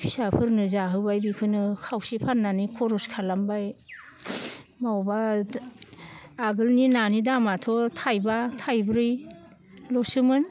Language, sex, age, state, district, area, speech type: Bodo, female, 60+, Assam, Baksa, urban, spontaneous